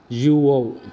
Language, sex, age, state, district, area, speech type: Bodo, male, 45-60, Assam, Kokrajhar, rural, spontaneous